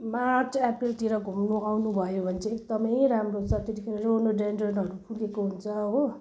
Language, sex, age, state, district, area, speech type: Nepali, female, 45-60, West Bengal, Jalpaiguri, urban, spontaneous